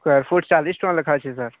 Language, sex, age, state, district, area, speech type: Odia, male, 45-60, Odisha, Nuapada, urban, conversation